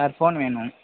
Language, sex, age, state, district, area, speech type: Tamil, male, 30-45, Tamil Nadu, Mayiladuthurai, urban, conversation